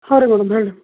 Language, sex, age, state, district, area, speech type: Kannada, male, 30-45, Karnataka, Bidar, rural, conversation